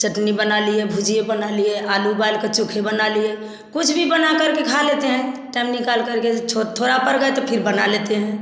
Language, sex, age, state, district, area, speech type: Hindi, female, 60+, Bihar, Samastipur, rural, spontaneous